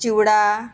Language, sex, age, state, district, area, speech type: Marathi, female, 30-45, Maharashtra, Nagpur, urban, spontaneous